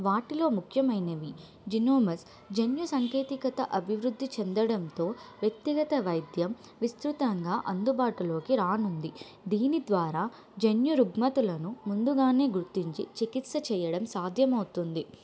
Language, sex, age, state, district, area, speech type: Telugu, female, 18-30, Telangana, Adilabad, urban, spontaneous